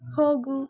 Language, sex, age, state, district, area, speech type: Kannada, female, 18-30, Karnataka, Chitradurga, rural, read